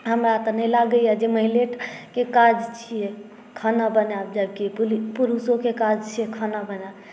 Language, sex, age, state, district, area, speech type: Maithili, female, 18-30, Bihar, Saharsa, urban, spontaneous